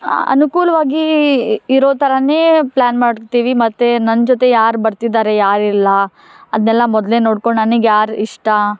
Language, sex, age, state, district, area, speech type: Kannada, female, 18-30, Karnataka, Dharwad, rural, spontaneous